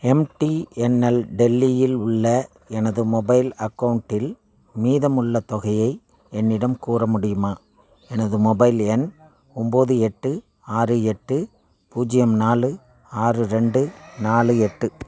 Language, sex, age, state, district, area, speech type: Tamil, male, 60+, Tamil Nadu, Thanjavur, rural, read